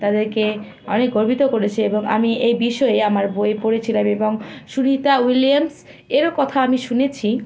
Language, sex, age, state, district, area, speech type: Bengali, female, 18-30, West Bengal, Malda, rural, spontaneous